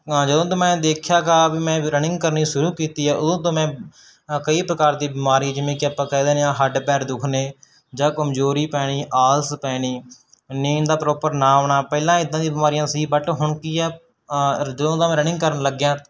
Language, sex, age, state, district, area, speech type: Punjabi, male, 18-30, Punjab, Mansa, rural, spontaneous